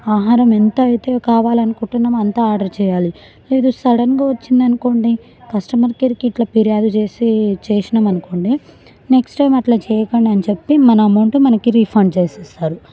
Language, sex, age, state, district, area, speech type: Telugu, female, 18-30, Telangana, Sangareddy, rural, spontaneous